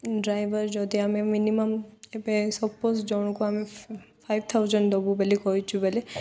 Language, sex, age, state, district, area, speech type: Odia, female, 18-30, Odisha, Koraput, urban, spontaneous